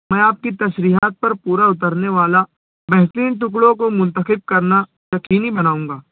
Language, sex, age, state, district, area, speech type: Urdu, male, 60+, Maharashtra, Nashik, rural, conversation